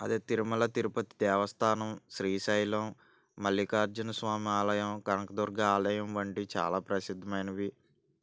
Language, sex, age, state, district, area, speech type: Telugu, male, 18-30, Andhra Pradesh, N T Rama Rao, urban, spontaneous